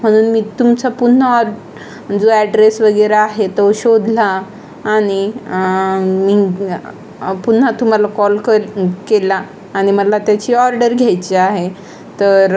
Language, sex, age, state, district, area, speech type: Marathi, female, 18-30, Maharashtra, Aurangabad, rural, spontaneous